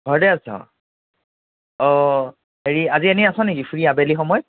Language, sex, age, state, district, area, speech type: Assamese, male, 45-60, Assam, Nagaon, rural, conversation